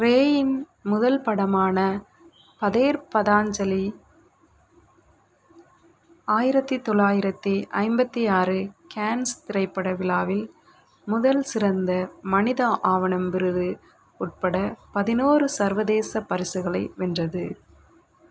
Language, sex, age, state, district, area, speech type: Tamil, male, 18-30, Tamil Nadu, Dharmapuri, rural, read